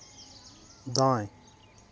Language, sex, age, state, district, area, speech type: Hindi, male, 30-45, Madhya Pradesh, Hoshangabad, rural, read